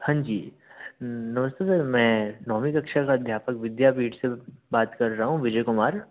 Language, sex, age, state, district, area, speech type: Hindi, male, 30-45, Madhya Pradesh, Jabalpur, urban, conversation